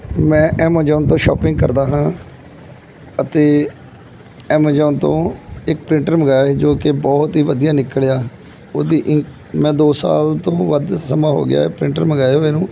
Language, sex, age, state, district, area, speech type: Punjabi, male, 30-45, Punjab, Gurdaspur, rural, spontaneous